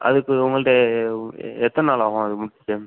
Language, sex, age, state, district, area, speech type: Tamil, male, 18-30, Tamil Nadu, Sivaganga, rural, conversation